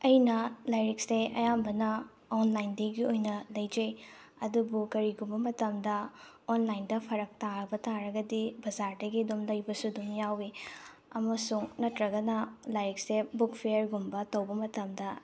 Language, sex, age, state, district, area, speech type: Manipuri, female, 30-45, Manipur, Tengnoupal, rural, spontaneous